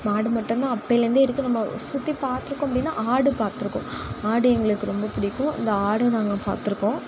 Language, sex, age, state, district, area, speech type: Tamil, female, 18-30, Tamil Nadu, Nagapattinam, rural, spontaneous